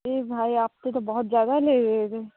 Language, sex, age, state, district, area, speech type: Hindi, female, 30-45, Rajasthan, Jodhpur, rural, conversation